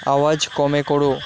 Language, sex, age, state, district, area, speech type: Bengali, male, 45-60, West Bengal, Purba Bardhaman, rural, read